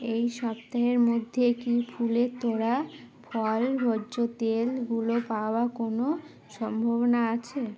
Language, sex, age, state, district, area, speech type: Bengali, female, 18-30, West Bengal, Uttar Dinajpur, urban, read